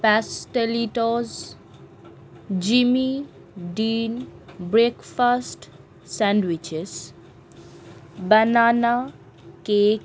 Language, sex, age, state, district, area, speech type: Bengali, female, 18-30, West Bengal, Howrah, urban, spontaneous